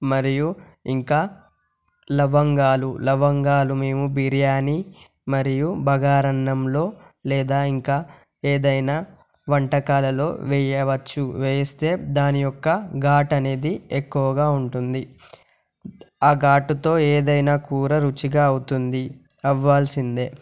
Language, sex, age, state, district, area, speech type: Telugu, male, 18-30, Telangana, Yadadri Bhuvanagiri, urban, spontaneous